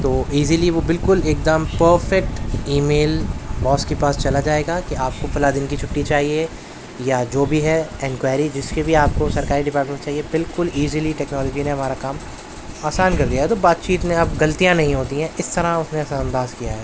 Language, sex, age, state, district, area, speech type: Urdu, male, 18-30, Delhi, Central Delhi, urban, spontaneous